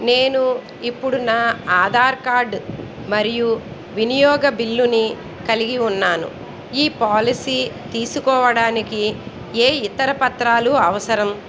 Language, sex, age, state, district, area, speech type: Telugu, female, 60+, Andhra Pradesh, Eluru, urban, read